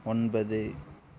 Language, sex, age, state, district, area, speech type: Tamil, male, 18-30, Tamil Nadu, Coimbatore, rural, read